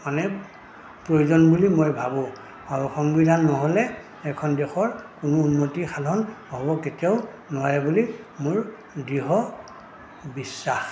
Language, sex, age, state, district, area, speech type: Assamese, male, 60+, Assam, Goalpara, rural, spontaneous